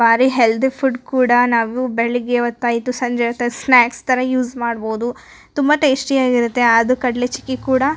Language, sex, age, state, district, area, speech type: Kannada, female, 18-30, Karnataka, Koppal, rural, spontaneous